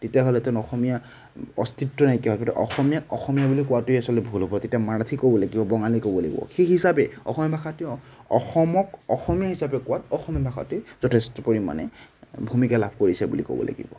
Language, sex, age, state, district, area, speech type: Assamese, male, 18-30, Assam, Nagaon, rural, spontaneous